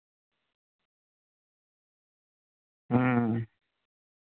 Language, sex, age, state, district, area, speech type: Santali, male, 18-30, West Bengal, Bankura, rural, conversation